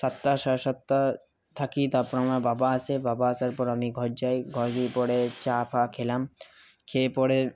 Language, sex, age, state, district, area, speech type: Bengali, male, 18-30, West Bengal, Paschim Bardhaman, rural, spontaneous